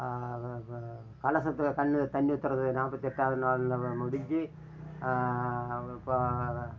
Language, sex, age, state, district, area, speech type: Tamil, male, 60+, Tamil Nadu, Namakkal, rural, spontaneous